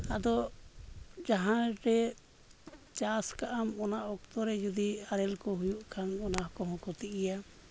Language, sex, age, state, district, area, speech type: Santali, male, 45-60, Jharkhand, East Singhbhum, rural, spontaneous